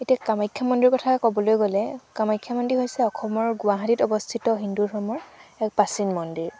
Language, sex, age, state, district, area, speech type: Assamese, female, 18-30, Assam, Sivasagar, rural, spontaneous